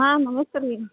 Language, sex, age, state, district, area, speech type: Kannada, female, 60+, Karnataka, Belgaum, rural, conversation